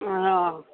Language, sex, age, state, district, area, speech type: Kannada, female, 60+, Karnataka, Gadag, rural, conversation